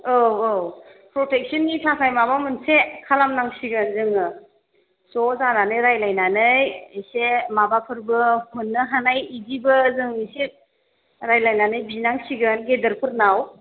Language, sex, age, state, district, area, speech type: Bodo, female, 30-45, Assam, Chirang, rural, conversation